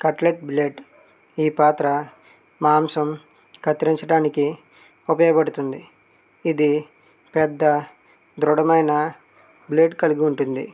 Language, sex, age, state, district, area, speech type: Telugu, male, 30-45, Andhra Pradesh, West Godavari, rural, spontaneous